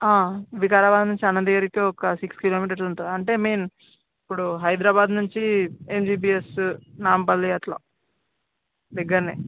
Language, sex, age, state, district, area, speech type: Telugu, male, 18-30, Telangana, Vikarabad, urban, conversation